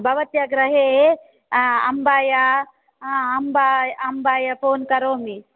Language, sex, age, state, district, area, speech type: Sanskrit, female, 45-60, Karnataka, Dakshina Kannada, rural, conversation